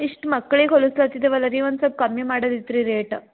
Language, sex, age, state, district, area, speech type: Kannada, female, 18-30, Karnataka, Gulbarga, urban, conversation